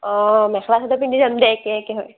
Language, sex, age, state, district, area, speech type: Assamese, female, 18-30, Assam, Barpeta, rural, conversation